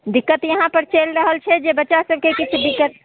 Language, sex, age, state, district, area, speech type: Maithili, female, 30-45, Bihar, Muzaffarpur, rural, conversation